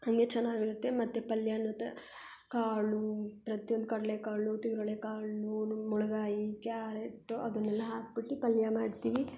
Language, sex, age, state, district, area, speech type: Kannada, female, 18-30, Karnataka, Hassan, urban, spontaneous